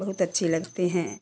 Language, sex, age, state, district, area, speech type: Hindi, female, 60+, Bihar, Samastipur, urban, spontaneous